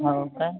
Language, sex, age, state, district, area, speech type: Marathi, female, 30-45, Maharashtra, Nagpur, rural, conversation